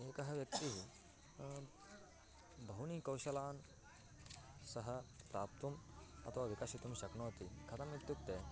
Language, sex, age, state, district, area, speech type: Sanskrit, male, 18-30, Karnataka, Bagalkot, rural, spontaneous